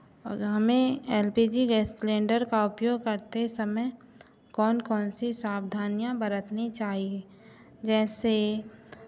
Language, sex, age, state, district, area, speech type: Hindi, female, 30-45, Madhya Pradesh, Hoshangabad, rural, spontaneous